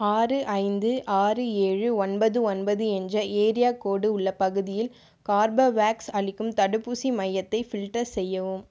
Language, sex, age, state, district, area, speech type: Tamil, female, 30-45, Tamil Nadu, Viluppuram, rural, read